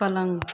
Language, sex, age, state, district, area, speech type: Hindi, female, 30-45, Uttar Pradesh, Ghazipur, rural, read